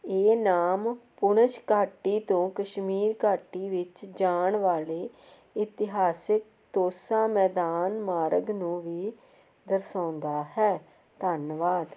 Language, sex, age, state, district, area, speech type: Punjabi, female, 45-60, Punjab, Jalandhar, urban, read